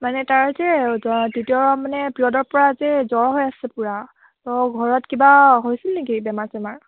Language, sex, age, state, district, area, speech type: Assamese, female, 18-30, Assam, Tinsukia, urban, conversation